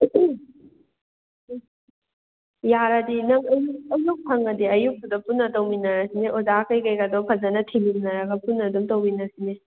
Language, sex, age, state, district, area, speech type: Manipuri, female, 18-30, Manipur, Kakching, urban, conversation